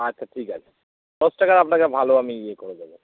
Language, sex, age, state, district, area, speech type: Bengali, male, 30-45, West Bengal, Darjeeling, rural, conversation